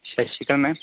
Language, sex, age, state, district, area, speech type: Punjabi, male, 18-30, Punjab, Barnala, rural, conversation